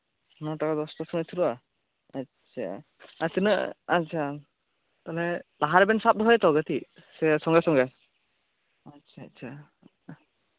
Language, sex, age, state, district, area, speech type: Santali, male, 18-30, West Bengal, Birbhum, rural, conversation